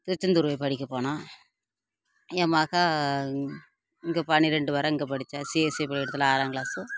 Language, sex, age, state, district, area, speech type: Tamil, female, 45-60, Tamil Nadu, Thoothukudi, rural, spontaneous